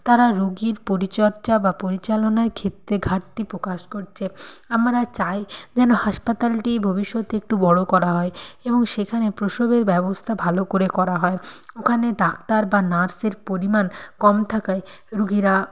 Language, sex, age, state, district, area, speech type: Bengali, female, 18-30, West Bengal, Nadia, rural, spontaneous